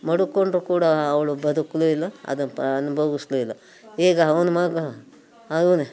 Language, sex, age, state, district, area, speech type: Kannada, female, 60+, Karnataka, Mandya, rural, spontaneous